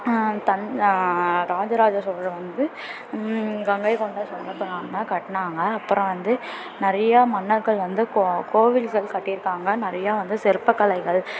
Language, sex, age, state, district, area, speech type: Tamil, female, 18-30, Tamil Nadu, Perambalur, rural, spontaneous